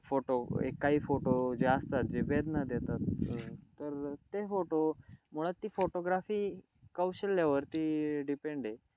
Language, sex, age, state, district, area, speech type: Marathi, male, 18-30, Maharashtra, Nashik, urban, spontaneous